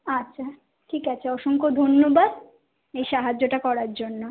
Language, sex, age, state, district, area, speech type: Bengali, female, 18-30, West Bengal, Kolkata, urban, conversation